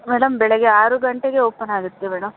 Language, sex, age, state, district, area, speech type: Kannada, female, 30-45, Karnataka, Mandya, rural, conversation